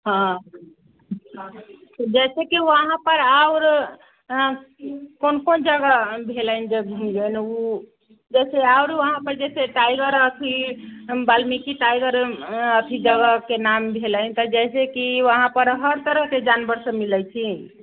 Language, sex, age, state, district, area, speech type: Maithili, female, 30-45, Bihar, Muzaffarpur, urban, conversation